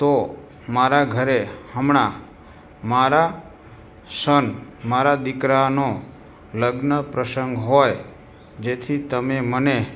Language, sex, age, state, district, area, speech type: Gujarati, male, 60+, Gujarat, Morbi, rural, spontaneous